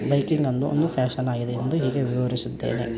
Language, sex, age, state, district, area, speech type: Kannada, male, 18-30, Karnataka, Koppal, rural, spontaneous